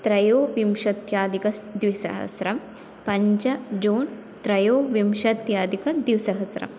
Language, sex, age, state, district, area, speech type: Sanskrit, female, 18-30, Kerala, Thrissur, urban, spontaneous